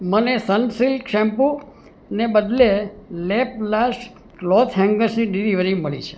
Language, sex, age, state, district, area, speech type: Gujarati, male, 60+, Gujarat, Surat, urban, read